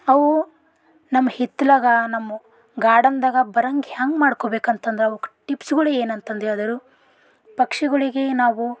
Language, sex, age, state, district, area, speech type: Kannada, female, 30-45, Karnataka, Bidar, rural, spontaneous